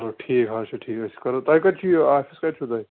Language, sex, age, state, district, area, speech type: Kashmiri, male, 18-30, Jammu and Kashmir, Pulwama, rural, conversation